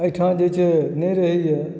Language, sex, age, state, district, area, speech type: Maithili, male, 30-45, Bihar, Supaul, rural, spontaneous